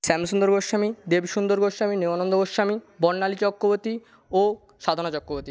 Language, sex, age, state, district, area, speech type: Bengali, male, 18-30, West Bengal, Paschim Medinipur, rural, spontaneous